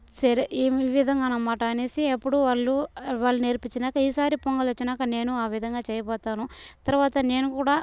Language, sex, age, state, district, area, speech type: Telugu, female, 18-30, Andhra Pradesh, Sri Balaji, rural, spontaneous